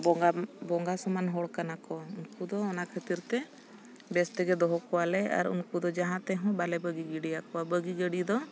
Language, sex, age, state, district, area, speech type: Santali, female, 30-45, Jharkhand, Bokaro, rural, spontaneous